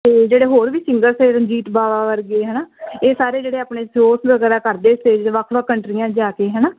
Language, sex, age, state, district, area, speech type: Punjabi, female, 18-30, Punjab, Tarn Taran, rural, conversation